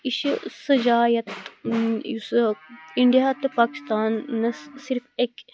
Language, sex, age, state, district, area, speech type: Kashmiri, female, 18-30, Jammu and Kashmir, Kupwara, rural, spontaneous